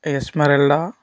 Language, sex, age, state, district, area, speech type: Telugu, male, 30-45, Andhra Pradesh, Kadapa, rural, spontaneous